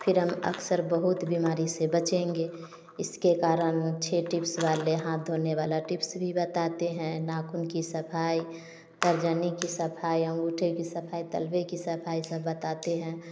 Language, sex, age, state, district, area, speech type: Hindi, female, 30-45, Bihar, Samastipur, rural, spontaneous